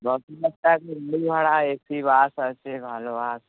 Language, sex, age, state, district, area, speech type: Bengali, male, 18-30, West Bengal, Uttar Dinajpur, rural, conversation